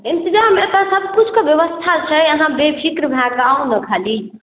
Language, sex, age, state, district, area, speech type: Maithili, female, 18-30, Bihar, Darbhanga, rural, conversation